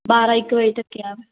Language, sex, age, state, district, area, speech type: Punjabi, female, 30-45, Punjab, Ludhiana, rural, conversation